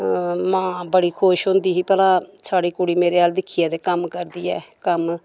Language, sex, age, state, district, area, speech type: Dogri, female, 60+, Jammu and Kashmir, Samba, rural, spontaneous